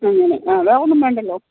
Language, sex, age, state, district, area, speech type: Malayalam, female, 45-60, Kerala, Pathanamthitta, rural, conversation